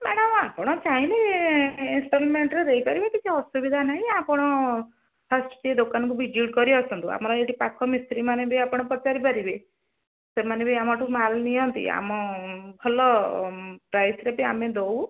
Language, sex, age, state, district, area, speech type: Odia, female, 60+, Odisha, Jharsuguda, rural, conversation